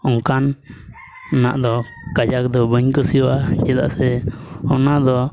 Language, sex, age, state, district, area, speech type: Santali, male, 18-30, Jharkhand, Pakur, rural, spontaneous